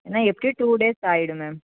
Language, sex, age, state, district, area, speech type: Tamil, female, 30-45, Tamil Nadu, Nilgiris, urban, conversation